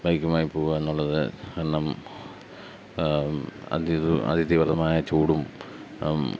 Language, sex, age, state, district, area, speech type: Malayalam, male, 30-45, Kerala, Pathanamthitta, urban, spontaneous